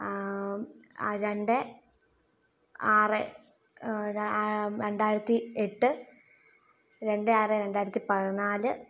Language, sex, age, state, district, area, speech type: Malayalam, female, 18-30, Kerala, Kottayam, rural, spontaneous